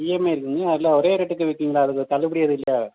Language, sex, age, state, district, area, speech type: Tamil, male, 30-45, Tamil Nadu, Madurai, urban, conversation